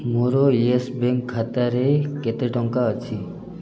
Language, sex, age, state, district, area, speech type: Odia, male, 30-45, Odisha, Ganjam, urban, read